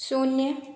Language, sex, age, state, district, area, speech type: Hindi, female, 18-30, Madhya Pradesh, Narsinghpur, rural, read